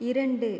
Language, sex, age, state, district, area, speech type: Tamil, female, 18-30, Tamil Nadu, Viluppuram, rural, read